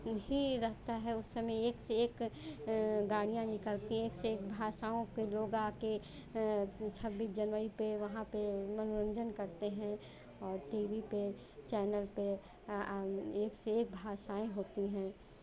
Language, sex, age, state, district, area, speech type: Hindi, female, 45-60, Uttar Pradesh, Chandauli, rural, spontaneous